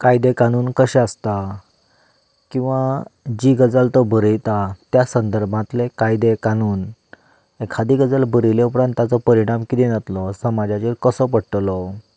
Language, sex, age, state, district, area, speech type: Goan Konkani, male, 30-45, Goa, Canacona, rural, spontaneous